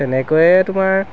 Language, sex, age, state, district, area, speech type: Assamese, male, 30-45, Assam, Sivasagar, urban, spontaneous